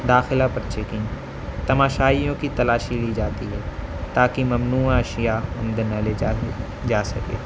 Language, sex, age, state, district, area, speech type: Urdu, male, 18-30, Uttar Pradesh, Azamgarh, rural, spontaneous